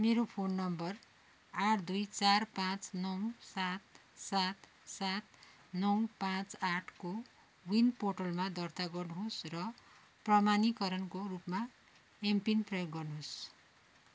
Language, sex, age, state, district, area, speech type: Nepali, female, 45-60, West Bengal, Darjeeling, rural, read